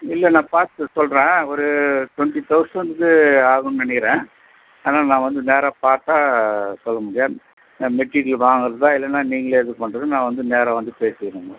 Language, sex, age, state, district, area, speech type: Tamil, male, 60+, Tamil Nadu, Vellore, rural, conversation